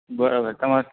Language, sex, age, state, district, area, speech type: Gujarati, male, 18-30, Gujarat, Morbi, urban, conversation